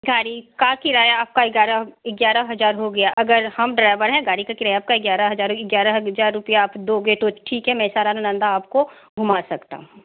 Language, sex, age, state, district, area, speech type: Hindi, female, 45-60, Bihar, Darbhanga, rural, conversation